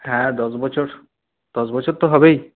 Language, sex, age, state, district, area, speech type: Bengali, male, 45-60, West Bengal, Paschim Bardhaman, urban, conversation